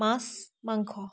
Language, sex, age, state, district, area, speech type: Assamese, female, 18-30, Assam, Charaideo, rural, spontaneous